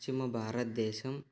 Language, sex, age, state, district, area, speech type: Telugu, male, 18-30, Andhra Pradesh, Nellore, rural, spontaneous